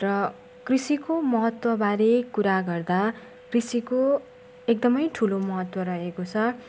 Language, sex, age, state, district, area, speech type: Nepali, female, 18-30, West Bengal, Darjeeling, rural, spontaneous